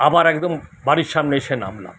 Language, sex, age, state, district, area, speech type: Bengali, male, 60+, West Bengal, Kolkata, urban, spontaneous